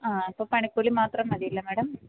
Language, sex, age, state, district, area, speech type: Malayalam, female, 18-30, Kerala, Idukki, rural, conversation